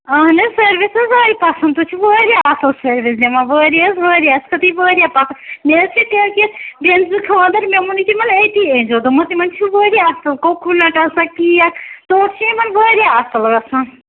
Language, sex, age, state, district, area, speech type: Kashmiri, female, 30-45, Jammu and Kashmir, Ganderbal, rural, conversation